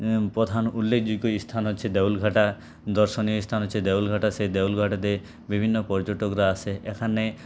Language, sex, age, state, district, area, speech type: Bengali, male, 18-30, West Bengal, Purulia, rural, spontaneous